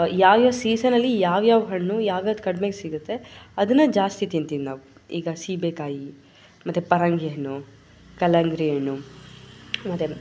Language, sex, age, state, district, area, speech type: Kannada, female, 18-30, Karnataka, Mysore, urban, spontaneous